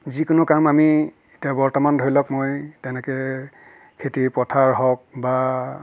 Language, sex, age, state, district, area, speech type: Assamese, male, 60+, Assam, Nagaon, rural, spontaneous